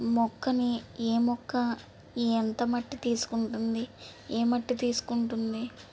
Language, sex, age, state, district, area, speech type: Telugu, female, 18-30, Andhra Pradesh, Palnadu, urban, spontaneous